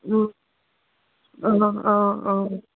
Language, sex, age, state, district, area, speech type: Assamese, female, 30-45, Assam, Dibrugarh, urban, conversation